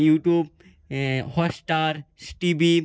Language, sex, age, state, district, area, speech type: Bengali, male, 18-30, West Bengal, Nadia, rural, spontaneous